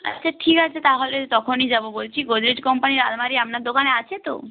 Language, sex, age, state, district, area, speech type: Bengali, female, 30-45, West Bengal, Purba Medinipur, rural, conversation